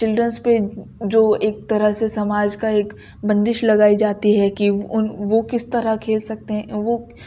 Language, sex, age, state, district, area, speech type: Urdu, female, 18-30, Uttar Pradesh, Ghaziabad, urban, spontaneous